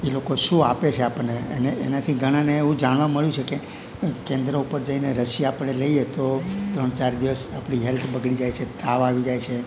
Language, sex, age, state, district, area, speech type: Gujarati, male, 60+, Gujarat, Rajkot, rural, spontaneous